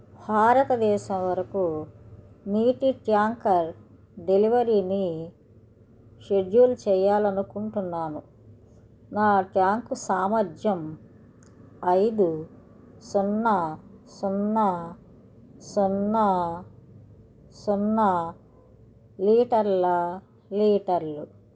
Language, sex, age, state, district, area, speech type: Telugu, female, 60+, Andhra Pradesh, Krishna, rural, read